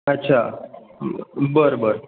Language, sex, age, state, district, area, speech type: Marathi, male, 18-30, Maharashtra, Ratnagiri, rural, conversation